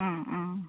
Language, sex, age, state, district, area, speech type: Malayalam, female, 30-45, Kerala, Kasaragod, rural, conversation